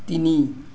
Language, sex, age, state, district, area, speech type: Assamese, male, 45-60, Assam, Charaideo, urban, read